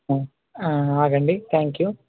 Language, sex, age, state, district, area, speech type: Telugu, male, 18-30, Telangana, Nalgonda, rural, conversation